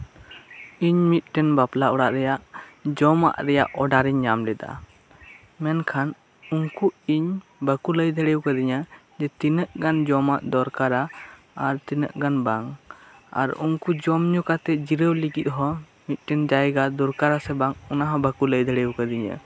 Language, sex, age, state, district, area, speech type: Santali, male, 18-30, West Bengal, Birbhum, rural, spontaneous